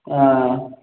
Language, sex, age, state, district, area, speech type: Tamil, male, 18-30, Tamil Nadu, Namakkal, rural, conversation